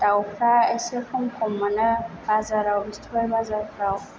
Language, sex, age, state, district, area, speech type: Bodo, female, 30-45, Assam, Chirang, rural, spontaneous